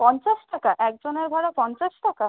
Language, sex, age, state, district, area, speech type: Bengali, female, 18-30, West Bengal, South 24 Parganas, urban, conversation